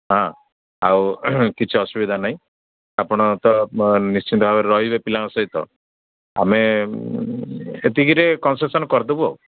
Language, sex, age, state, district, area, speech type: Odia, male, 60+, Odisha, Jharsuguda, rural, conversation